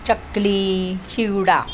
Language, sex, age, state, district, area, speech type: Marathi, female, 60+, Maharashtra, Thane, urban, spontaneous